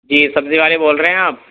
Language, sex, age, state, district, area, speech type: Urdu, male, 30-45, Uttar Pradesh, Gautam Buddha Nagar, rural, conversation